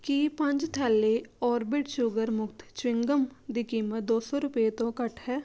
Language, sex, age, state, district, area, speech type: Punjabi, female, 30-45, Punjab, Jalandhar, urban, read